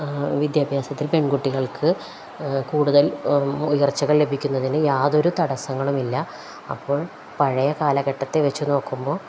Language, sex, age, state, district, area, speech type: Malayalam, female, 45-60, Kerala, Palakkad, rural, spontaneous